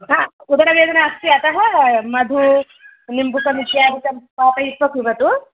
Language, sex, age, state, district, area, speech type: Sanskrit, female, 30-45, Telangana, Mahbubnagar, urban, conversation